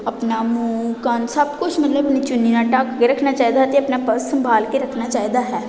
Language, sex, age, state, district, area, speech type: Punjabi, female, 18-30, Punjab, Pathankot, urban, spontaneous